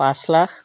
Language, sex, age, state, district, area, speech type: Assamese, male, 18-30, Assam, Charaideo, urban, spontaneous